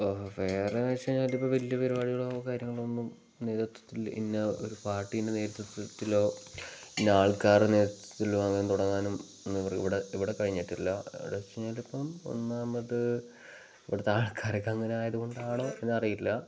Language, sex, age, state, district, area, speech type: Malayalam, male, 18-30, Kerala, Wayanad, rural, spontaneous